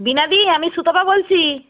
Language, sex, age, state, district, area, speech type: Bengali, female, 30-45, West Bengal, North 24 Parganas, rural, conversation